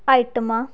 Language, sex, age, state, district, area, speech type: Punjabi, female, 18-30, Punjab, Fazilka, rural, read